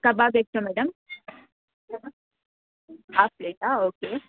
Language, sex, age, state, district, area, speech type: Kannada, female, 18-30, Karnataka, Mysore, urban, conversation